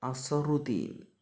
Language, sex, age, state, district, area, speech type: Malayalam, male, 30-45, Kerala, Palakkad, urban, spontaneous